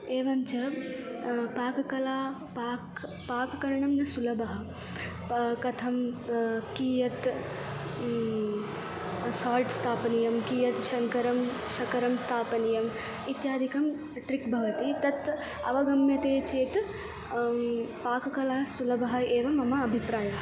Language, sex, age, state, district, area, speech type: Sanskrit, female, 18-30, Karnataka, Belgaum, urban, spontaneous